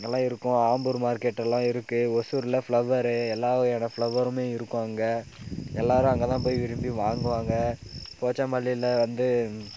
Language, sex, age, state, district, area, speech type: Tamil, male, 18-30, Tamil Nadu, Dharmapuri, urban, spontaneous